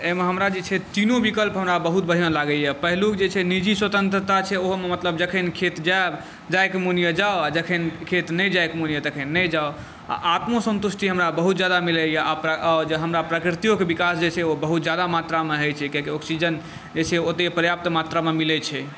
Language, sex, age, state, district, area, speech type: Maithili, male, 18-30, Bihar, Saharsa, urban, spontaneous